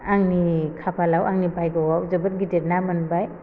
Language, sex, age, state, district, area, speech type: Bodo, female, 30-45, Assam, Chirang, rural, spontaneous